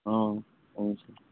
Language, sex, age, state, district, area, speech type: Telugu, male, 30-45, Andhra Pradesh, Bapatla, rural, conversation